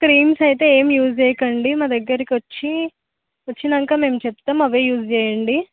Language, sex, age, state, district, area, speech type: Telugu, female, 18-30, Telangana, Suryapet, urban, conversation